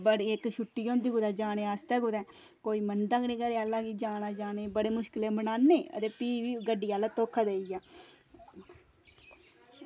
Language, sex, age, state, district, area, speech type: Dogri, female, 30-45, Jammu and Kashmir, Udhampur, rural, spontaneous